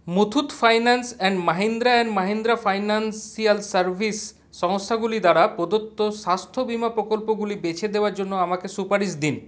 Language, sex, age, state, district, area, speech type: Bengali, male, 45-60, West Bengal, Paschim Bardhaman, urban, read